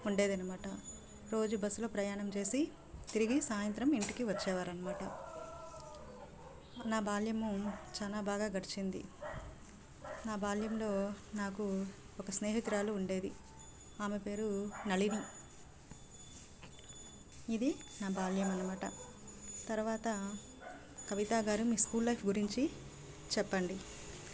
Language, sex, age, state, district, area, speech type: Telugu, female, 30-45, Andhra Pradesh, Sri Balaji, rural, spontaneous